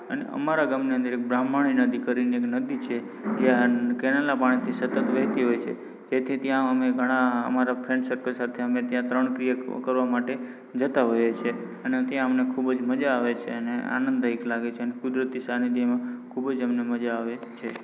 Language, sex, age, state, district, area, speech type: Gujarati, male, 18-30, Gujarat, Morbi, rural, spontaneous